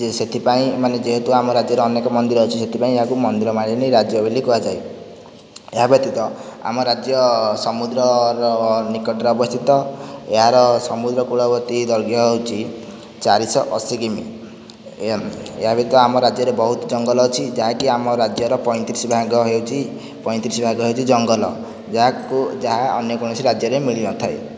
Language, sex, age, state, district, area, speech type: Odia, male, 18-30, Odisha, Nayagarh, rural, spontaneous